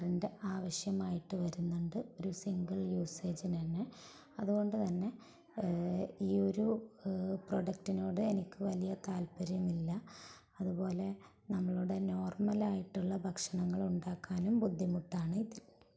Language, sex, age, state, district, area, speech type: Malayalam, female, 30-45, Kerala, Malappuram, rural, spontaneous